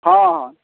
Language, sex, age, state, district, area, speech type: Maithili, male, 18-30, Bihar, Darbhanga, rural, conversation